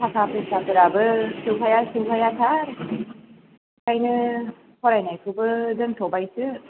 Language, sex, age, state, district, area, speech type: Bodo, female, 18-30, Assam, Baksa, rural, conversation